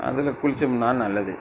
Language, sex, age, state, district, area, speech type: Tamil, male, 60+, Tamil Nadu, Dharmapuri, rural, spontaneous